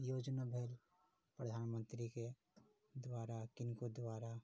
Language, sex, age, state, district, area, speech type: Maithili, male, 30-45, Bihar, Saharsa, rural, spontaneous